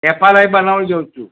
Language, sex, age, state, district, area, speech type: Gujarati, male, 60+, Gujarat, Kheda, rural, conversation